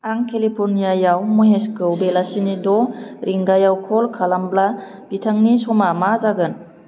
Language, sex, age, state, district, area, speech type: Bodo, female, 30-45, Assam, Baksa, rural, read